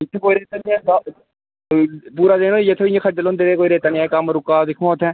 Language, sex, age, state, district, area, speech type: Dogri, male, 18-30, Jammu and Kashmir, Udhampur, urban, conversation